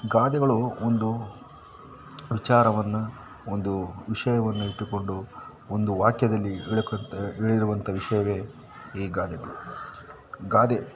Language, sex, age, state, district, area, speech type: Kannada, male, 30-45, Karnataka, Mysore, urban, spontaneous